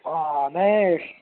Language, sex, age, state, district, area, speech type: Assamese, male, 30-45, Assam, Biswanath, rural, conversation